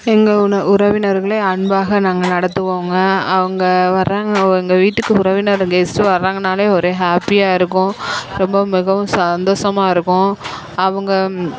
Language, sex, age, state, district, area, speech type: Tamil, female, 30-45, Tamil Nadu, Dharmapuri, urban, spontaneous